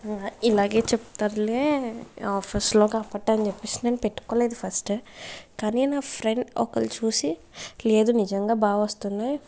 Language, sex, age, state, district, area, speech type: Telugu, female, 45-60, Andhra Pradesh, Kakinada, rural, spontaneous